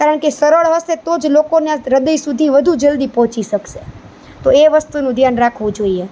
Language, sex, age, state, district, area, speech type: Gujarati, female, 30-45, Gujarat, Rajkot, urban, spontaneous